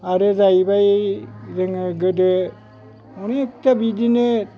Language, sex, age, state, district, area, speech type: Bodo, male, 60+, Assam, Kokrajhar, urban, spontaneous